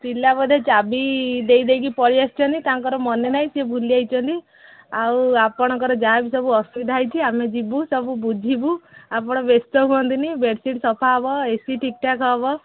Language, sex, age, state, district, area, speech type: Odia, female, 30-45, Odisha, Sambalpur, rural, conversation